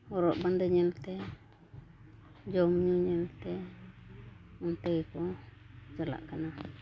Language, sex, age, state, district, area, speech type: Santali, female, 45-60, Jharkhand, East Singhbhum, rural, spontaneous